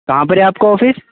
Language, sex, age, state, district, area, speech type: Urdu, male, 18-30, Delhi, East Delhi, urban, conversation